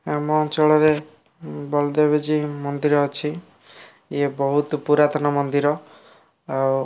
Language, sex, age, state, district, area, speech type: Odia, male, 18-30, Odisha, Kendrapara, urban, spontaneous